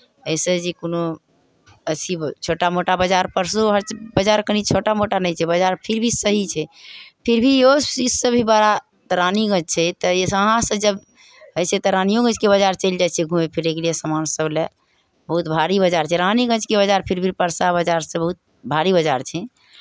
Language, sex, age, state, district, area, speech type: Maithili, female, 60+, Bihar, Araria, rural, spontaneous